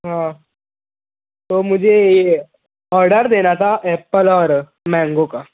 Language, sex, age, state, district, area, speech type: Urdu, male, 18-30, Maharashtra, Nashik, urban, conversation